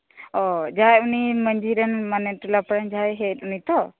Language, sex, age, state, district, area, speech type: Santali, female, 18-30, West Bengal, Birbhum, rural, conversation